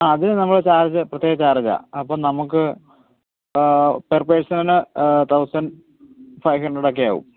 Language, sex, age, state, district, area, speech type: Malayalam, male, 45-60, Kerala, Idukki, rural, conversation